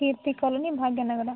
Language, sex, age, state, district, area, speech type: Kannada, female, 18-30, Karnataka, Koppal, urban, conversation